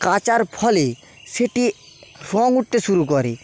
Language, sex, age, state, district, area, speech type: Bengali, male, 18-30, West Bengal, Bankura, urban, spontaneous